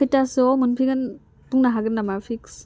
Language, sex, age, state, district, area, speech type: Bodo, female, 18-30, Assam, Udalguri, urban, spontaneous